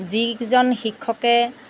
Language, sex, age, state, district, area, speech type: Assamese, female, 45-60, Assam, Lakhimpur, rural, spontaneous